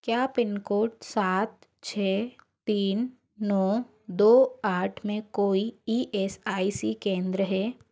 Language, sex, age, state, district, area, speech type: Hindi, female, 45-60, Madhya Pradesh, Bhopal, urban, read